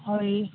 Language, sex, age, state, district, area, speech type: Odia, male, 45-60, Odisha, Nabarangpur, rural, conversation